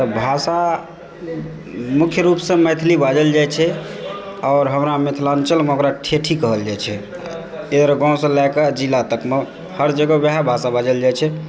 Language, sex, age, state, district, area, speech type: Maithili, male, 30-45, Bihar, Supaul, rural, spontaneous